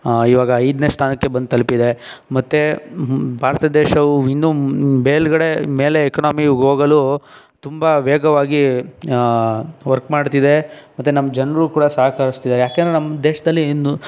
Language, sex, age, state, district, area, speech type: Kannada, male, 18-30, Karnataka, Tumkur, rural, spontaneous